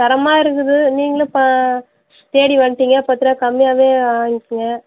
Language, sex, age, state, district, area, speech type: Tamil, female, 30-45, Tamil Nadu, Tiruvannamalai, rural, conversation